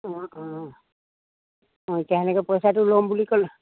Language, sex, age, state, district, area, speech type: Assamese, female, 60+, Assam, Dibrugarh, rural, conversation